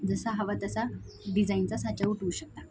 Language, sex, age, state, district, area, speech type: Marathi, female, 30-45, Maharashtra, Osmanabad, rural, spontaneous